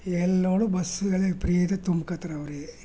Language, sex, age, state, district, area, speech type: Kannada, male, 60+, Karnataka, Mysore, urban, spontaneous